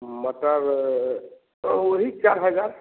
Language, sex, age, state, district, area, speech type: Hindi, male, 30-45, Bihar, Samastipur, rural, conversation